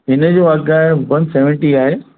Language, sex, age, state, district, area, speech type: Sindhi, male, 45-60, Maharashtra, Mumbai Suburban, urban, conversation